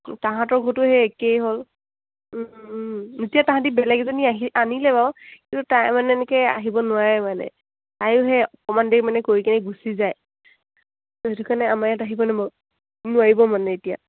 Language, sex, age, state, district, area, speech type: Assamese, female, 18-30, Assam, Dibrugarh, rural, conversation